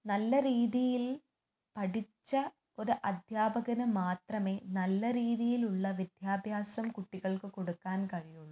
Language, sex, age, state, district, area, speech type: Malayalam, female, 18-30, Kerala, Kannur, urban, spontaneous